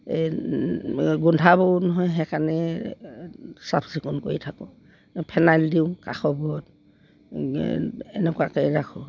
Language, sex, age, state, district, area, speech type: Assamese, female, 60+, Assam, Dibrugarh, rural, spontaneous